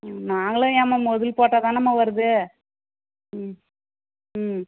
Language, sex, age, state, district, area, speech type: Tamil, female, 30-45, Tamil Nadu, Tirupattur, rural, conversation